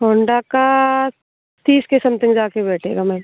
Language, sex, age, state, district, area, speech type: Hindi, female, 18-30, Rajasthan, Bharatpur, rural, conversation